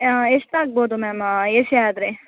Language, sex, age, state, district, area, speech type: Kannada, female, 18-30, Karnataka, Bellary, rural, conversation